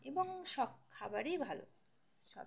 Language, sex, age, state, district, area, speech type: Bengali, female, 18-30, West Bengal, Dakshin Dinajpur, urban, spontaneous